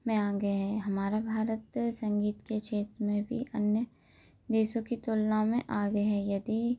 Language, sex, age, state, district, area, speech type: Hindi, female, 18-30, Madhya Pradesh, Hoshangabad, urban, spontaneous